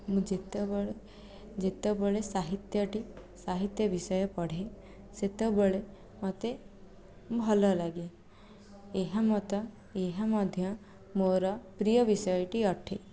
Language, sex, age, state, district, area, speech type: Odia, female, 18-30, Odisha, Jajpur, rural, spontaneous